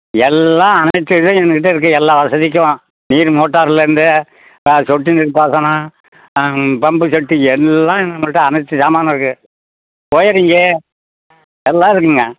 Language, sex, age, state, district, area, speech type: Tamil, male, 60+, Tamil Nadu, Ariyalur, rural, conversation